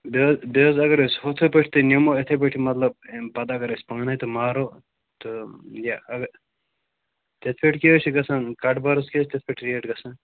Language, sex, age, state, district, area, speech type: Kashmiri, male, 18-30, Jammu and Kashmir, Bandipora, rural, conversation